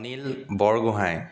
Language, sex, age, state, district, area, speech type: Assamese, male, 30-45, Assam, Dibrugarh, rural, spontaneous